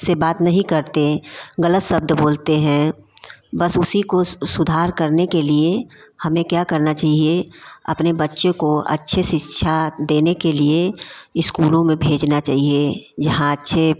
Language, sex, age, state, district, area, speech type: Hindi, female, 45-60, Uttar Pradesh, Varanasi, urban, spontaneous